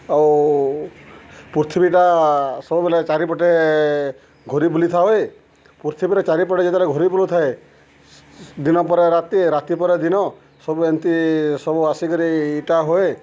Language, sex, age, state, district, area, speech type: Odia, male, 45-60, Odisha, Subarnapur, urban, spontaneous